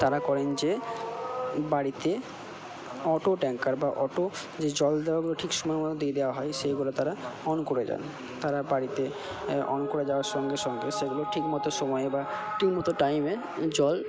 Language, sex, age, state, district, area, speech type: Bengali, male, 45-60, West Bengal, Purba Bardhaman, urban, spontaneous